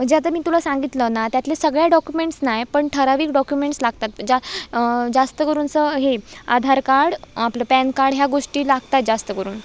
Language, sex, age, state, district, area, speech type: Marathi, female, 18-30, Maharashtra, Sindhudurg, rural, spontaneous